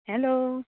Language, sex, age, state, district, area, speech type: Assamese, female, 30-45, Assam, Tinsukia, urban, conversation